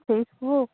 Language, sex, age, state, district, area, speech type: Odia, female, 18-30, Odisha, Sundergarh, urban, conversation